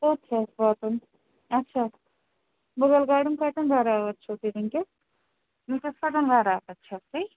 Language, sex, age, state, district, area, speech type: Kashmiri, female, 45-60, Jammu and Kashmir, Srinagar, urban, conversation